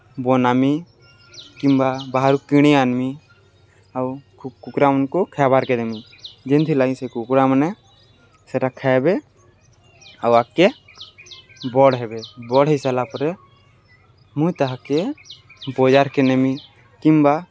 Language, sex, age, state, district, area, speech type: Odia, male, 18-30, Odisha, Balangir, urban, spontaneous